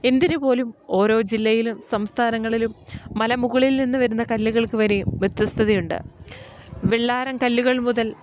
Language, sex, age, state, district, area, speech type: Malayalam, female, 30-45, Kerala, Idukki, rural, spontaneous